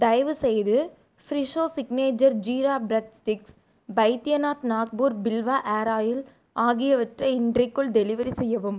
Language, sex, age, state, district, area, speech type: Tamil, female, 18-30, Tamil Nadu, Erode, rural, read